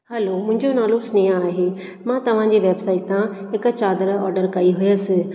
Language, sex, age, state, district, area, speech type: Sindhi, female, 30-45, Maharashtra, Thane, urban, spontaneous